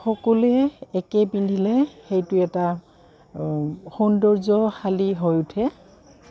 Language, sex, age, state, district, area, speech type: Assamese, female, 45-60, Assam, Goalpara, urban, spontaneous